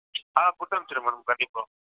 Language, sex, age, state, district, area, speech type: Tamil, male, 30-45, Tamil Nadu, Perambalur, rural, conversation